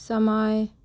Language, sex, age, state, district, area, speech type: Maithili, female, 30-45, Bihar, Sitamarhi, rural, read